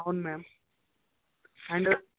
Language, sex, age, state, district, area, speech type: Telugu, male, 60+, Andhra Pradesh, Visakhapatnam, urban, conversation